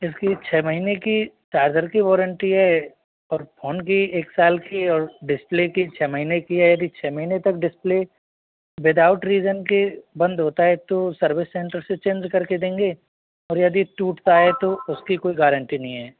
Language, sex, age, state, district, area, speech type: Hindi, male, 18-30, Madhya Pradesh, Ujjain, urban, conversation